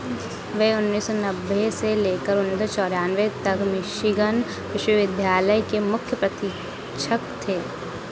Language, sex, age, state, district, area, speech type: Hindi, female, 18-30, Madhya Pradesh, Harda, urban, read